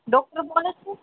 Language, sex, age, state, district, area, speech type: Gujarati, female, 30-45, Gujarat, Junagadh, urban, conversation